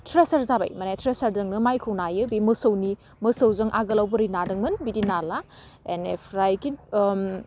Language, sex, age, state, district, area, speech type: Bodo, female, 18-30, Assam, Udalguri, urban, spontaneous